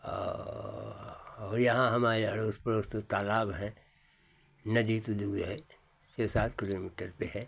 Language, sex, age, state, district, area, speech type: Hindi, male, 60+, Uttar Pradesh, Hardoi, rural, spontaneous